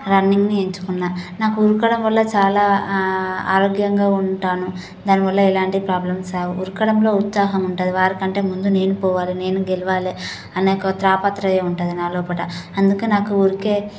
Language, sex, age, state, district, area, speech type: Telugu, female, 18-30, Telangana, Nagarkurnool, rural, spontaneous